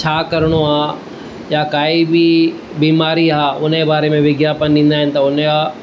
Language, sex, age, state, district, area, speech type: Sindhi, male, 45-60, Maharashtra, Mumbai City, urban, spontaneous